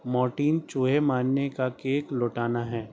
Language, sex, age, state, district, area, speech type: Urdu, male, 18-30, Delhi, Central Delhi, urban, read